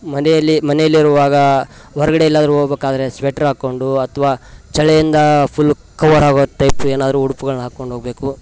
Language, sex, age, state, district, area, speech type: Kannada, male, 30-45, Karnataka, Koppal, rural, spontaneous